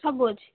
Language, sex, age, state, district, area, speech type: Odia, female, 18-30, Odisha, Bhadrak, rural, conversation